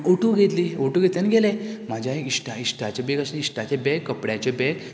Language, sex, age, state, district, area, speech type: Goan Konkani, male, 18-30, Goa, Canacona, rural, spontaneous